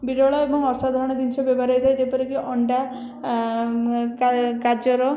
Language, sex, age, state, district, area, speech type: Odia, female, 18-30, Odisha, Puri, urban, spontaneous